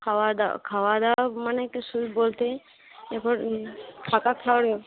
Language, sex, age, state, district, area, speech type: Bengali, female, 18-30, West Bengal, Cooch Behar, rural, conversation